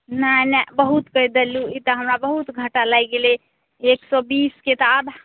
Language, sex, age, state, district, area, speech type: Maithili, female, 45-60, Bihar, Supaul, rural, conversation